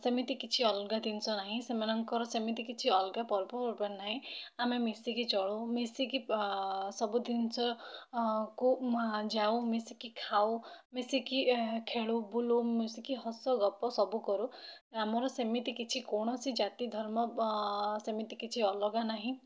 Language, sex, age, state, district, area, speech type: Odia, female, 18-30, Odisha, Bhadrak, rural, spontaneous